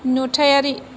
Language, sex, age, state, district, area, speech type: Bodo, female, 18-30, Assam, Chirang, rural, read